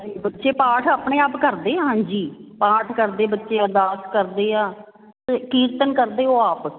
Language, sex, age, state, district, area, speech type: Punjabi, female, 45-60, Punjab, Jalandhar, rural, conversation